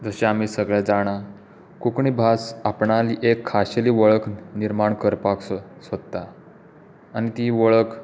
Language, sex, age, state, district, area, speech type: Goan Konkani, male, 18-30, Goa, Tiswadi, rural, spontaneous